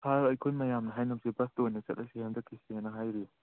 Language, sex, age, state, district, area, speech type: Manipuri, male, 18-30, Manipur, Churachandpur, rural, conversation